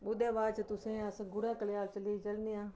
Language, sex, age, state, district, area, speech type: Dogri, female, 45-60, Jammu and Kashmir, Kathua, rural, spontaneous